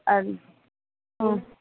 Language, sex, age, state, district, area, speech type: Assamese, female, 45-60, Assam, Dibrugarh, rural, conversation